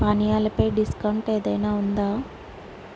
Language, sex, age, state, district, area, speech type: Telugu, female, 30-45, Telangana, Mancherial, rural, read